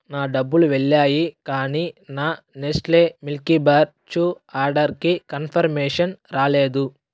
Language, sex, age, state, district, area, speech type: Telugu, male, 18-30, Andhra Pradesh, Sri Balaji, rural, read